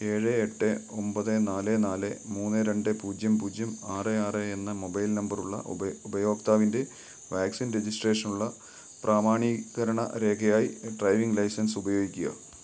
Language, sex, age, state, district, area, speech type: Malayalam, male, 30-45, Kerala, Kottayam, rural, read